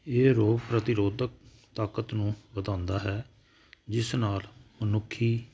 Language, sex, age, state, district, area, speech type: Punjabi, male, 45-60, Punjab, Hoshiarpur, urban, spontaneous